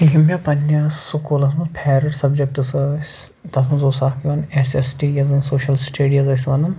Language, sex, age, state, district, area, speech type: Kashmiri, male, 30-45, Jammu and Kashmir, Shopian, rural, spontaneous